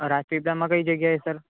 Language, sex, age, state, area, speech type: Gujarati, male, 18-30, Gujarat, urban, conversation